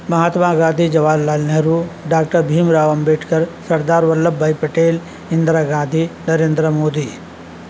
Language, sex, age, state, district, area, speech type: Urdu, male, 60+, Uttar Pradesh, Azamgarh, rural, spontaneous